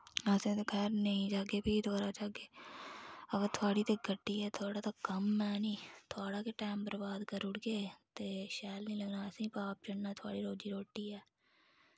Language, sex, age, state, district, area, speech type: Dogri, female, 45-60, Jammu and Kashmir, Reasi, rural, spontaneous